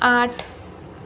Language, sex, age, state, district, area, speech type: Hindi, female, 18-30, Uttar Pradesh, Sonbhadra, rural, read